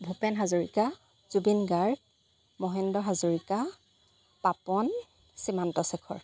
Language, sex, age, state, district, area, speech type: Assamese, female, 30-45, Assam, Golaghat, rural, spontaneous